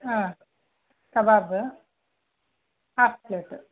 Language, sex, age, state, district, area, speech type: Kannada, female, 30-45, Karnataka, Mysore, rural, conversation